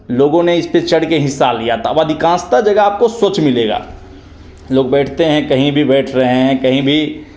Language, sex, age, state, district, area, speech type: Hindi, male, 18-30, Bihar, Begusarai, rural, spontaneous